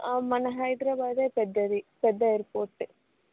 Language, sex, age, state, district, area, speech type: Telugu, female, 30-45, Andhra Pradesh, Chittoor, urban, conversation